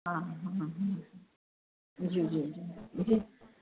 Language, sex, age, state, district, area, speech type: Sindhi, female, 45-60, Uttar Pradesh, Lucknow, rural, conversation